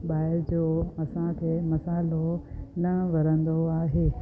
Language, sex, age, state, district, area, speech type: Sindhi, female, 30-45, Gujarat, Junagadh, rural, spontaneous